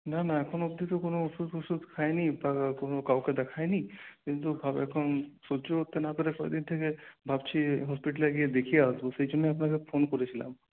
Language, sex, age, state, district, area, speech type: Bengali, male, 18-30, West Bengal, Purulia, urban, conversation